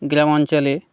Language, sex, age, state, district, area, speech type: Bengali, male, 30-45, West Bengal, Birbhum, urban, spontaneous